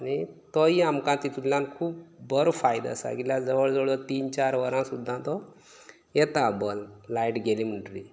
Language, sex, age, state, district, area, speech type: Goan Konkani, male, 30-45, Goa, Canacona, rural, spontaneous